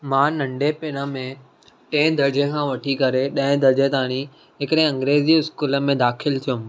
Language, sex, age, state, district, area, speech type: Sindhi, male, 18-30, Maharashtra, Mumbai City, urban, spontaneous